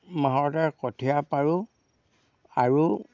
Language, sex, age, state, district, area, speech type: Assamese, male, 60+, Assam, Dhemaji, rural, spontaneous